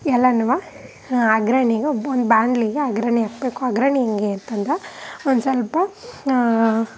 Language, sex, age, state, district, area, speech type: Kannada, female, 18-30, Karnataka, Chamarajanagar, rural, spontaneous